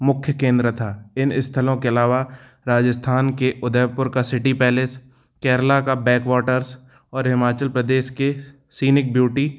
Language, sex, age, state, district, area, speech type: Hindi, male, 30-45, Madhya Pradesh, Jabalpur, urban, spontaneous